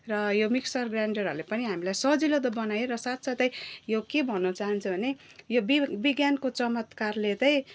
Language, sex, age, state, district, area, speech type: Nepali, female, 30-45, West Bengal, Jalpaiguri, urban, spontaneous